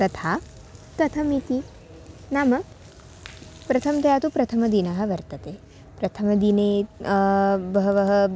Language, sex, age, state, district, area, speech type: Sanskrit, female, 18-30, Maharashtra, Wardha, urban, spontaneous